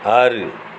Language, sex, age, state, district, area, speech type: Tamil, male, 45-60, Tamil Nadu, Thoothukudi, rural, read